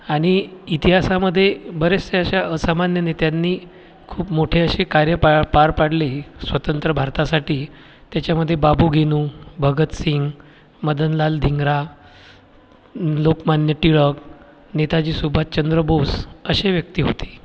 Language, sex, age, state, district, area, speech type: Marathi, male, 45-60, Maharashtra, Buldhana, urban, spontaneous